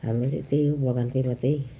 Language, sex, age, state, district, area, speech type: Nepali, female, 60+, West Bengal, Jalpaiguri, rural, spontaneous